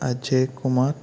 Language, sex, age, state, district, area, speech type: Telugu, male, 18-30, Andhra Pradesh, Eluru, rural, spontaneous